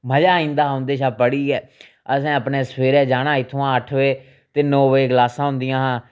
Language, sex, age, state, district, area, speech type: Dogri, male, 30-45, Jammu and Kashmir, Reasi, rural, spontaneous